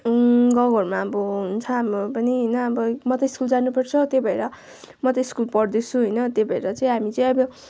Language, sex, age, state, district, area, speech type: Nepali, female, 18-30, West Bengal, Kalimpong, rural, spontaneous